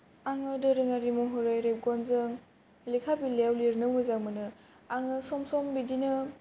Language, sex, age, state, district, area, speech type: Bodo, female, 18-30, Assam, Kokrajhar, urban, spontaneous